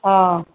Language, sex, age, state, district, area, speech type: Tamil, male, 30-45, Tamil Nadu, Ariyalur, rural, conversation